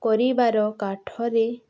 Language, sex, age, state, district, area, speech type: Odia, female, 30-45, Odisha, Balangir, urban, spontaneous